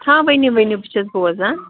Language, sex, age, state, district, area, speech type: Kashmiri, female, 30-45, Jammu and Kashmir, Srinagar, urban, conversation